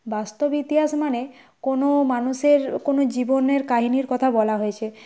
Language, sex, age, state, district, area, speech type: Bengali, female, 18-30, West Bengal, Nadia, rural, spontaneous